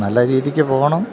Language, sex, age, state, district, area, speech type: Malayalam, male, 45-60, Kerala, Kottayam, urban, spontaneous